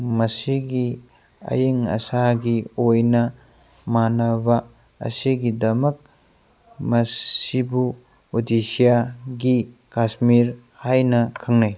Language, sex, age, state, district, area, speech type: Manipuri, male, 30-45, Manipur, Churachandpur, rural, read